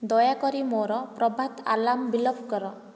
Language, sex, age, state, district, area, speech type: Odia, female, 18-30, Odisha, Nayagarh, rural, read